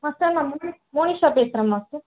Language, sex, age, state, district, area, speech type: Tamil, female, 18-30, Tamil Nadu, Tiruvallur, urban, conversation